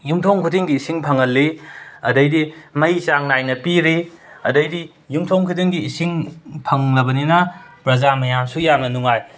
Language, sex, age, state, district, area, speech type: Manipuri, male, 45-60, Manipur, Imphal West, rural, spontaneous